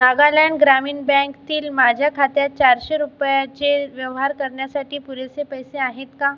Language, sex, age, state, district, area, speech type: Marathi, female, 30-45, Maharashtra, Buldhana, rural, read